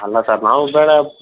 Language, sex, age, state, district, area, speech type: Kannada, male, 18-30, Karnataka, Tumkur, rural, conversation